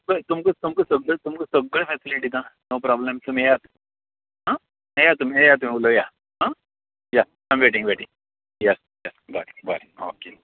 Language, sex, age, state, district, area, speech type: Goan Konkani, male, 45-60, Goa, Canacona, rural, conversation